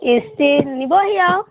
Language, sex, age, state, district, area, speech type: Assamese, female, 30-45, Assam, Golaghat, rural, conversation